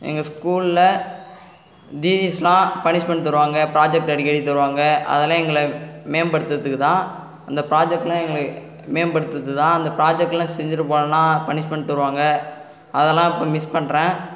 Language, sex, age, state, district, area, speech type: Tamil, male, 18-30, Tamil Nadu, Cuddalore, rural, spontaneous